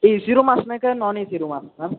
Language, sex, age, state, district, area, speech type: Marathi, male, 18-30, Maharashtra, Kolhapur, urban, conversation